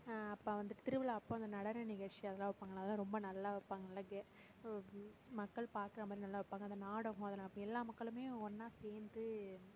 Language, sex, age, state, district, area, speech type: Tamil, female, 18-30, Tamil Nadu, Mayiladuthurai, rural, spontaneous